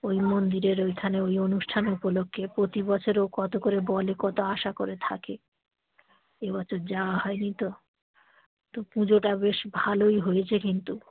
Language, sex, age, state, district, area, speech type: Bengali, female, 45-60, West Bengal, Dakshin Dinajpur, urban, conversation